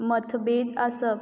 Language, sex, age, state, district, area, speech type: Goan Konkani, female, 18-30, Goa, Quepem, rural, read